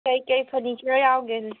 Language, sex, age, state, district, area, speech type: Manipuri, female, 18-30, Manipur, Senapati, urban, conversation